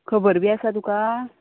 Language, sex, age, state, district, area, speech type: Goan Konkani, female, 18-30, Goa, Ponda, rural, conversation